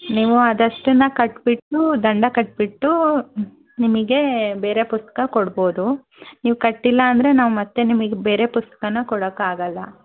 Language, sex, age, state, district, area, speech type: Kannada, female, 18-30, Karnataka, Shimoga, urban, conversation